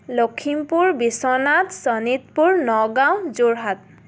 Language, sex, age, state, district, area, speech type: Assamese, female, 18-30, Assam, Biswanath, rural, spontaneous